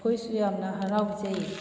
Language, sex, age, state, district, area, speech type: Manipuri, female, 30-45, Manipur, Kakching, rural, spontaneous